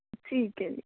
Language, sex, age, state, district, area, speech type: Punjabi, female, 18-30, Punjab, Patiala, rural, conversation